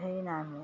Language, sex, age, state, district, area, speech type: Assamese, female, 45-60, Assam, Majuli, urban, spontaneous